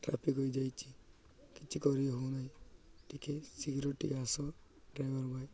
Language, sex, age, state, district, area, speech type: Odia, male, 18-30, Odisha, Malkangiri, urban, spontaneous